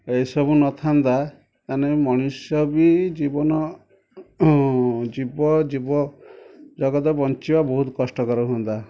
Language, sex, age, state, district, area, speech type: Odia, male, 30-45, Odisha, Kendujhar, urban, spontaneous